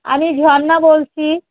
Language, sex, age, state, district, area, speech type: Bengali, female, 45-60, West Bengal, Darjeeling, urban, conversation